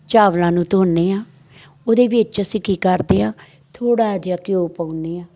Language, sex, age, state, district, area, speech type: Punjabi, female, 45-60, Punjab, Amritsar, urban, spontaneous